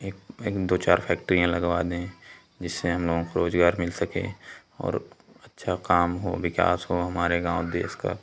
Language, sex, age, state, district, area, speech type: Hindi, male, 18-30, Uttar Pradesh, Pratapgarh, rural, spontaneous